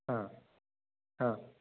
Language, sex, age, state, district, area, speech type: Marathi, male, 30-45, Maharashtra, Satara, rural, conversation